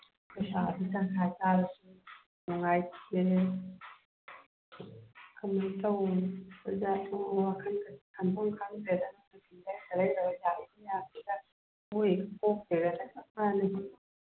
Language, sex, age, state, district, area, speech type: Manipuri, female, 45-60, Manipur, Churachandpur, urban, conversation